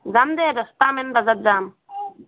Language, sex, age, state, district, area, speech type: Assamese, female, 30-45, Assam, Barpeta, rural, conversation